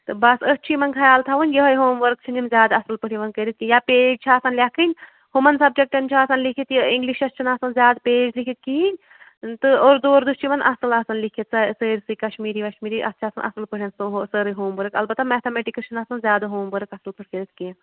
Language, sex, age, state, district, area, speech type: Kashmiri, female, 30-45, Jammu and Kashmir, Shopian, rural, conversation